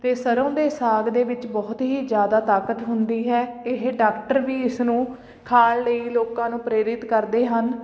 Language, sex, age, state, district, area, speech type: Punjabi, female, 18-30, Punjab, Fatehgarh Sahib, rural, spontaneous